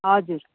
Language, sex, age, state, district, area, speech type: Nepali, female, 45-60, West Bengal, Jalpaiguri, urban, conversation